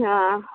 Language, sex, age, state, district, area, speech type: Odia, female, 60+, Odisha, Angul, rural, conversation